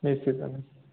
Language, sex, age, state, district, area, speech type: Odia, male, 30-45, Odisha, Koraput, urban, conversation